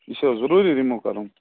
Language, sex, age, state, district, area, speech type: Kashmiri, male, 30-45, Jammu and Kashmir, Srinagar, urban, conversation